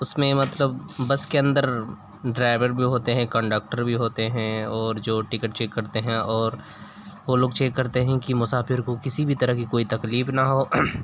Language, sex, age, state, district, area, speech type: Urdu, male, 18-30, Uttar Pradesh, Siddharthnagar, rural, spontaneous